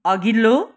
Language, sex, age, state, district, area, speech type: Nepali, female, 60+, West Bengal, Kalimpong, rural, read